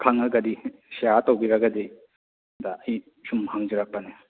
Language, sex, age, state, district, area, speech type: Manipuri, male, 30-45, Manipur, Kakching, rural, conversation